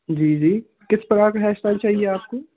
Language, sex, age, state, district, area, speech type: Hindi, male, 18-30, Madhya Pradesh, Jabalpur, urban, conversation